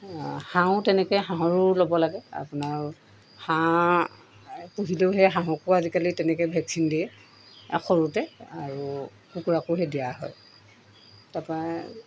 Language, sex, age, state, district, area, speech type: Assamese, female, 45-60, Assam, Golaghat, urban, spontaneous